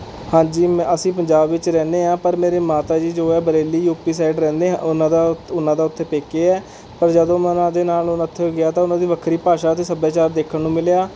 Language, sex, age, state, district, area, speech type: Punjabi, male, 18-30, Punjab, Rupnagar, urban, spontaneous